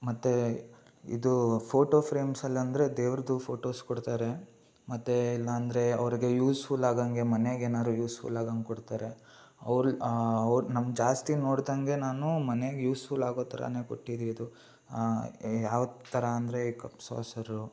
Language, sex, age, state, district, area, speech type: Kannada, male, 18-30, Karnataka, Mysore, urban, spontaneous